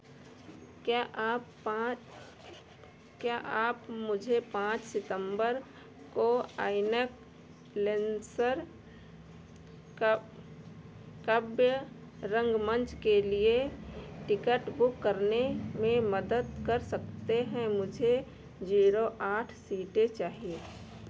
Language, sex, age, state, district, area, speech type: Hindi, female, 60+, Uttar Pradesh, Ayodhya, urban, read